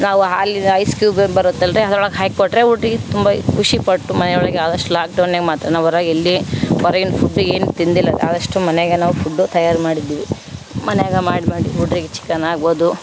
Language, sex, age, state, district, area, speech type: Kannada, female, 30-45, Karnataka, Vijayanagara, rural, spontaneous